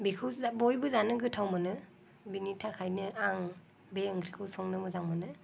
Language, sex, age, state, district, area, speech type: Bodo, female, 18-30, Assam, Kokrajhar, rural, spontaneous